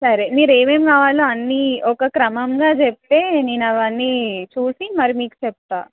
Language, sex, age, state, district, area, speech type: Telugu, female, 18-30, Telangana, Nizamabad, urban, conversation